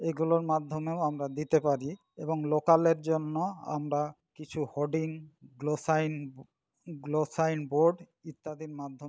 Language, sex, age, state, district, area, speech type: Bengali, male, 45-60, West Bengal, Paschim Bardhaman, rural, spontaneous